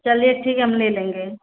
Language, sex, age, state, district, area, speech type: Hindi, female, 30-45, Uttar Pradesh, Ghazipur, urban, conversation